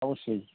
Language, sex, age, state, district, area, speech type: Bengali, male, 30-45, West Bengal, Birbhum, urban, conversation